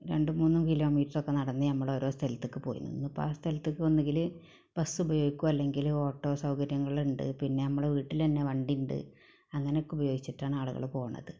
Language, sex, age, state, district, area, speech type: Malayalam, female, 45-60, Kerala, Malappuram, rural, spontaneous